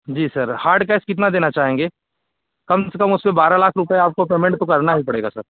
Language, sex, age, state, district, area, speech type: Hindi, male, 30-45, Uttar Pradesh, Jaunpur, rural, conversation